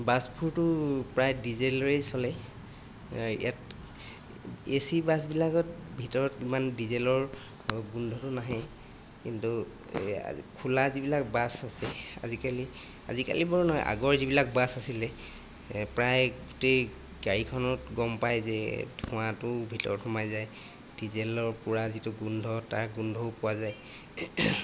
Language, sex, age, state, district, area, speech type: Assamese, male, 30-45, Assam, Golaghat, urban, spontaneous